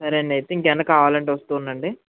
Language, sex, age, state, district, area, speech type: Telugu, male, 18-30, Andhra Pradesh, Eluru, urban, conversation